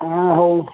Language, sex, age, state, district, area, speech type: Odia, male, 60+, Odisha, Gajapati, rural, conversation